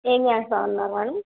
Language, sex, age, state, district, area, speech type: Telugu, female, 30-45, Andhra Pradesh, Nandyal, rural, conversation